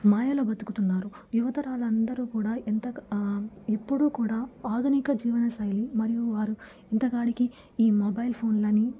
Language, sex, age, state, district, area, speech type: Telugu, female, 18-30, Andhra Pradesh, Nellore, rural, spontaneous